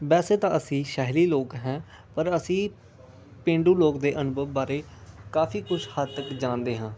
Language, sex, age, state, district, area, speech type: Punjabi, male, 18-30, Punjab, Pathankot, rural, spontaneous